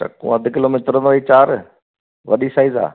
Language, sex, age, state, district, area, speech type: Sindhi, male, 45-60, Gujarat, Kutch, urban, conversation